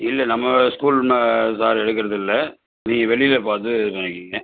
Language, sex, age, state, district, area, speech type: Tamil, male, 30-45, Tamil Nadu, Cuddalore, rural, conversation